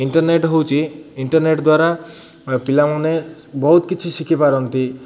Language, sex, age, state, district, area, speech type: Odia, male, 30-45, Odisha, Ganjam, urban, spontaneous